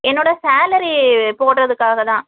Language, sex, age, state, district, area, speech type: Tamil, female, 30-45, Tamil Nadu, Kanyakumari, urban, conversation